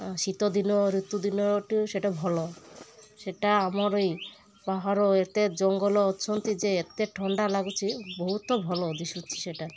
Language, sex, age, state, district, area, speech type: Odia, female, 30-45, Odisha, Malkangiri, urban, spontaneous